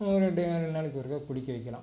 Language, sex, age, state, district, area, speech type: Tamil, male, 45-60, Tamil Nadu, Tiruppur, urban, spontaneous